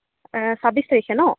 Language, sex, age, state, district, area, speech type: Assamese, female, 18-30, Assam, Charaideo, urban, conversation